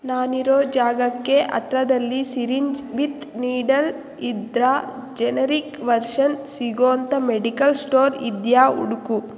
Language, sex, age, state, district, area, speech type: Kannada, female, 18-30, Karnataka, Chikkaballapur, rural, read